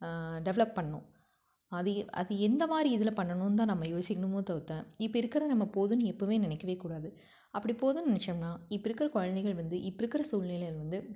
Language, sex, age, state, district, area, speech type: Tamil, female, 30-45, Tamil Nadu, Tiruppur, rural, spontaneous